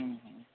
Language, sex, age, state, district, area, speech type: Odia, male, 45-60, Odisha, Sundergarh, rural, conversation